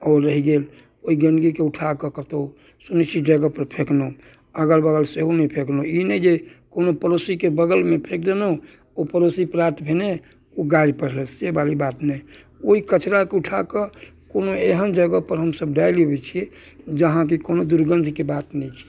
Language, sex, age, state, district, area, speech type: Maithili, male, 60+, Bihar, Muzaffarpur, urban, spontaneous